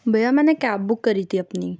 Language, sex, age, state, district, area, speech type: Urdu, female, 18-30, Delhi, South Delhi, urban, spontaneous